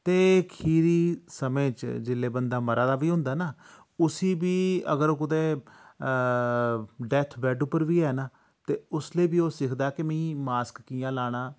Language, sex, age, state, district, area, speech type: Dogri, male, 45-60, Jammu and Kashmir, Jammu, urban, spontaneous